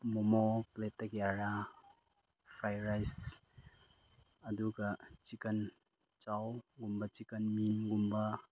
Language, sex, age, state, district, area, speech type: Manipuri, male, 30-45, Manipur, Chandel, rural, spontaneous